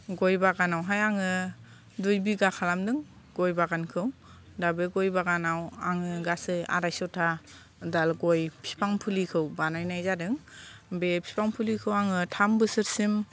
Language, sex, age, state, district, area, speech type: Bodo, female, 45-60, Assam, Kokrajhar, rural, spontaneous